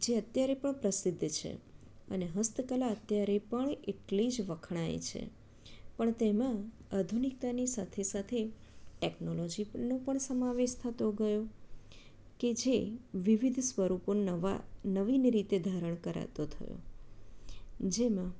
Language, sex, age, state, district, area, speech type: Gujarati, female, 30-45, Gujarat, Anand, urban, spontaneous